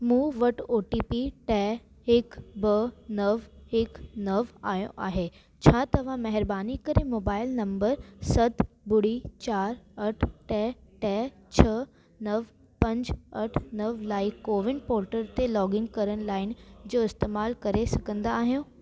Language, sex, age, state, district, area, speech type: Sindhi, female, 18-30, Delhi, South Delhi, urban, read